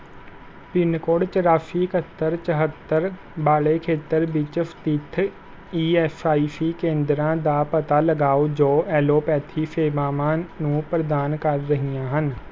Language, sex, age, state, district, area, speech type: Punjabi, male, 18-30, Punjab, Rupnagar, rural, read